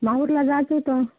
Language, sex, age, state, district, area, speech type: Marathi, female, 45-60, Maharashtra, Washim, rural, conversation